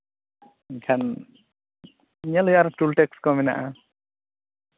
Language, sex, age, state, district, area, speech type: Santali, male, 30-45, Jharkhand, East Singhbhum, rural, conversation